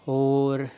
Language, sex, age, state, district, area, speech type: Hindi, male, 18-30, Madhya Pradesh, Jabalpur, urban, spontaneous